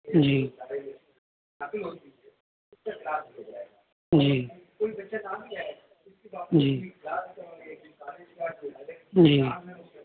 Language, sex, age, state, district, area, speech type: Urdu, male, 45-60, Uttar Pradesh, Rampur, urban, conversation